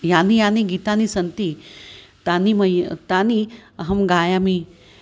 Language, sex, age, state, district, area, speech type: Sanskrit, female, 60+, Maharashtra, Nanded, urban, spontaneous